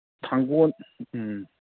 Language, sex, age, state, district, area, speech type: Manipuri, male, 60+, Manipur, Thoubal, rural, conversation